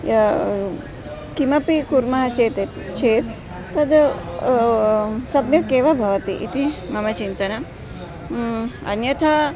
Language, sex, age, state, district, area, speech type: Sanskrit, female, 45-60, Karnataka, Dharwad, urban, spontaneous